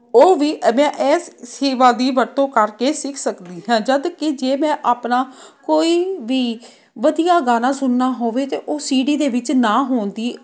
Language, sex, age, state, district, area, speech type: Punjabi, female, 45-60, Punjab, Amritsar, urban, spontaneous